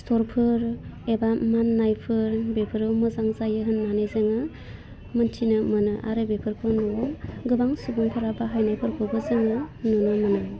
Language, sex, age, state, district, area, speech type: Bodo, female, 30-45, Assam, Udalguri, rural, spontaneous